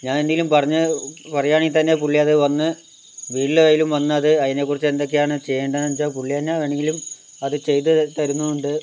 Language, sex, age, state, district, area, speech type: Malayalam, male, 60+, Kerala, Wayanad, rural, spontaneous